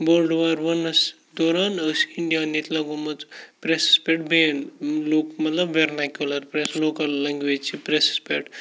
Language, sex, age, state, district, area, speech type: Kashmiri, male, 18-30, Jammu and Kashmir, Kupwara, rural, spontaneous